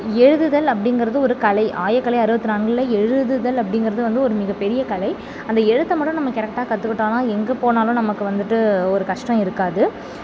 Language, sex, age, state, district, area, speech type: Tamil, female, 30-45, Tamil Nadu, Thanjavur, rural, spontaneous